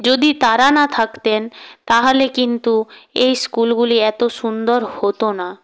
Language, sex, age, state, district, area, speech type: Bengali, female, 18-30, West Bengal, Purba Medinipur, rural, spontaneous